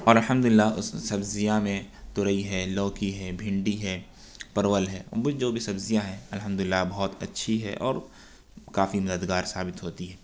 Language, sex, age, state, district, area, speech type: Urdu, male, 30-45, Uttar Pradesh, Lucknow, urban, spontaneous